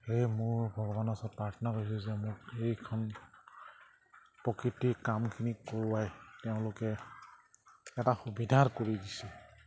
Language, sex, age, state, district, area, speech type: Assamese, male, 45-60, Assam, Charaideo, rural, spontaneous